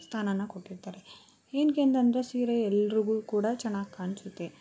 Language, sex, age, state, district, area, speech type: Kannada, female, 18-30, Karnataka, Bangalore Rural, urban, spontaneous